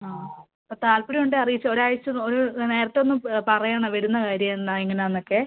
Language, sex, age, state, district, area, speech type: Malayalam, female, 18-30, Kerala, Kottayam, rural, conversation